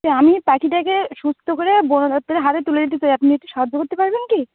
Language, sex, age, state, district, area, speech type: Bengali, female, 30-45, West Bengal, Dakshin Dinajpur, urban, conversation